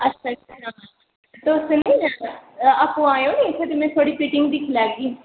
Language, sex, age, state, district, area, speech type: Dogri, female, 18-30, Jammu and Kashmir, Udhampur, rural, conversation